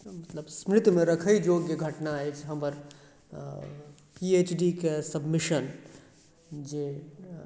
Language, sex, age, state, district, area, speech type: Maithili, male, 30-45, Bihar, Madhubani, rural, spontaneous